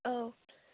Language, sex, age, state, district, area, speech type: Bodo, female, 18-30, Assam, Kokrajhar, rural, conversation